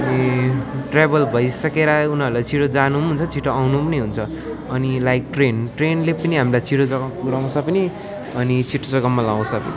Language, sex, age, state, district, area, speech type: Nepali, male, 18-30, West Bengal, Alipurduar, urban, spontaneous